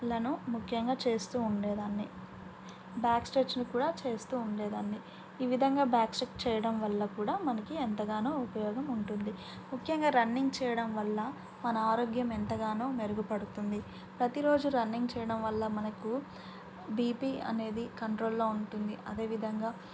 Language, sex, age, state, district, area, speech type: Telugu, female, 18-30, Telangana, Bhadradri Kothagudem, rural, spontaneous